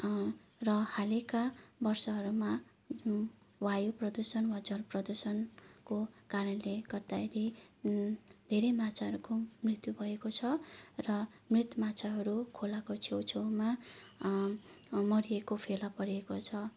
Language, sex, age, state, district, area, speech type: Nepali, female, 60+, West Bengal, Darjeeling, rural, spontaneous